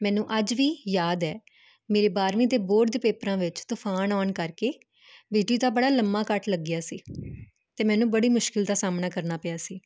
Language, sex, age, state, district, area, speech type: Punjabi, female, 18-30, Punjab, Jalandhar, urban, spontaneous